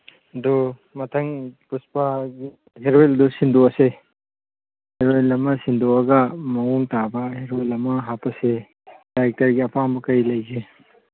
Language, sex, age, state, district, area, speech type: Manipuri, male, 30-45, Manipur, Churachandpur, rural, conversation